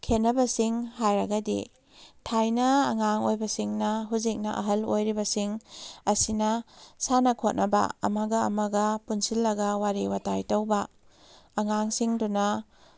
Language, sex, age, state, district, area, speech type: Manipuri, female, 30-45, Manipur, Kakching, rural, spontaneous